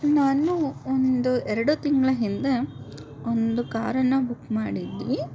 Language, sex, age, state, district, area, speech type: Kannada, female, 18-30, Karnataka, Chitradurga, rural, spontaneous